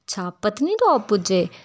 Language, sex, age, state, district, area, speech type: Dogri, female, 18-30, Jammu and Kashmir, Udhampur, rural, spontaneous